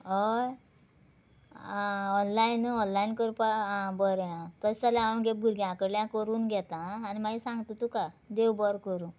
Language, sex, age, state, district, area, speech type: Goan Konkani, female, 30-45, Goa, Murmgao, rural, spontaneous